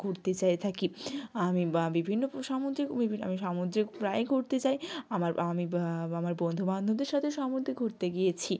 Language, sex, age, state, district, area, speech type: Bengali, female, 18-30, West Bengal, Jalpaiguri, rural, spontaneous